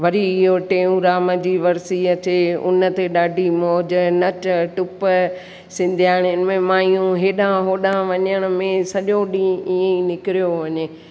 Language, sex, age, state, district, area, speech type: Sindhi, female, 60+, Rajasthan, Ajmer, urban, spontaneous